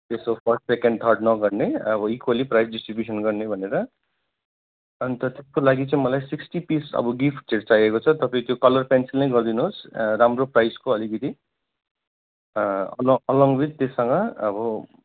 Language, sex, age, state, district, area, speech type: Nepali, male, 30-45, West Bengal, Alipurduar, urban, conversation